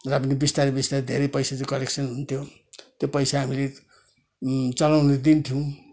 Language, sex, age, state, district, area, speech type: Nepali, male, 60+, West Bengal, Kalimpong, rural, spontaneous